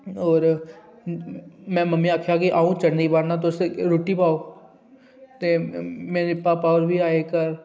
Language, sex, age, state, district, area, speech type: Dogri, male, 18-30, Jammu and Kashmir, Udhampur, urban, spontaneous